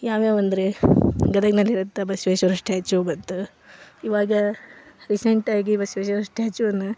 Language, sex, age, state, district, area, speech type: Kannada, female, 30-45, Karnataka, Gadag, rural, spontaneous